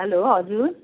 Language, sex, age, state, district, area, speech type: Nepali, female, 45-60, West Bengal, Darjeeling, rural, conversation